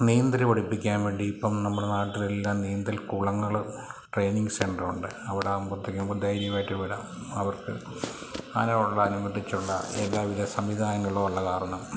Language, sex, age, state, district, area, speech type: Malayalam, male, 45-60, Kerala, Kottayam, rural, spontaneous